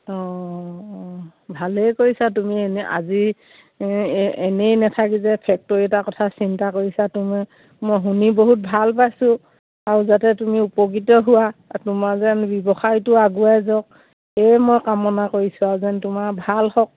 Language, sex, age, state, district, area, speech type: Assamese, female, 60+, Assam, Dibrugarh, rural, conversation